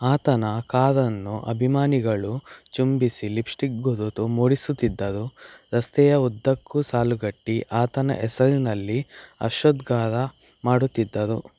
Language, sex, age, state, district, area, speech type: Kannada, male, 18-30, Karnataka, Shimoga, rural, read